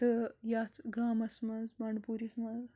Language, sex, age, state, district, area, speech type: Kashmiri, female, 18-30, Jammu and Kashmir, Bandipora, rural, spontaneous